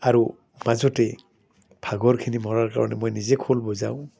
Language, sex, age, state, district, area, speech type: Assamese, male, 60+, Assam, Udalguri, urban, spontaneous